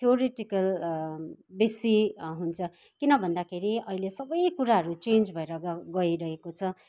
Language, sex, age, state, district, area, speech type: Nepali, female, 45-60, West Bengal, Kalimpong, rural, spontaneous